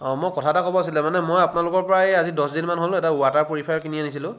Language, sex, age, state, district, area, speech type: Assamese, male, 60+, Assam, Charaideo, rural, spontaneous